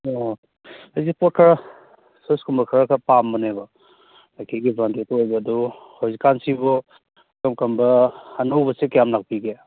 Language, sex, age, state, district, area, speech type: Manipuri, male, 30-45, Manipur, Kakching, rural, conversation